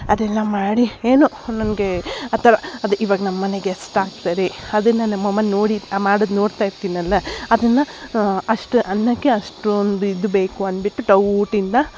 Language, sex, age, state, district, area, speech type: Kannada, female, 45-60, Karnataka, Davanagere, urban, spontaneous